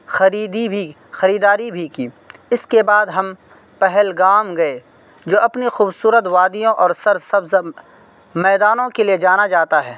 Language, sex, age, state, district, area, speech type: Urdu, male, 18-30, Uttar Pradesh, Saharanpur, urban, spontaneous